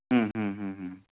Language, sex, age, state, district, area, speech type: Kannada, male, 30-45, Karnataka, Chitradurga, rural, conversation